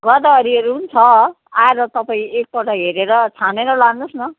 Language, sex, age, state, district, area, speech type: Nepali, female, 60+, West Bengal, Kalimpong, rural, conversation